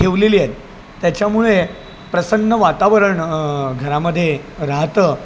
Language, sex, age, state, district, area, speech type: Marathi, male, 30-45, Maharashtra, Palghar, rural, spontaneous